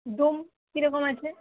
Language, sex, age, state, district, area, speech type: Bengali, female, 18-30, West Bengal, Uttar Dinajpur, urban, conversation